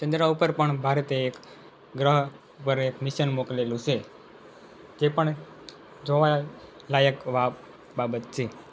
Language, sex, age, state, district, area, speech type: Gujarati, male, 18-30, Gujarat, Anand, rural, spontaneous